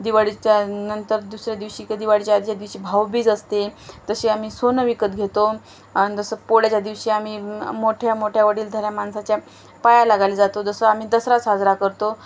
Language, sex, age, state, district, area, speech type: Marathi, female, 30-45, Maharashtra, Washim, urban, spontaneous